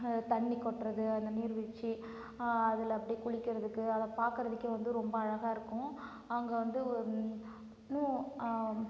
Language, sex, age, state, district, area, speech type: Tamil, female, 30-45, Tamil Nadu, Cuddalore, rural, spontaneous